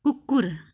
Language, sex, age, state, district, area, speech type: Nepali, female, 30-45, West Bengal, Kalimpong, rural, read